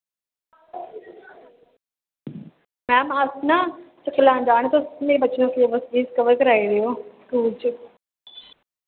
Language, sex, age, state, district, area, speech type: Dogri, female, 18-30, Jammu and Kashmir, Samba, rural, conversation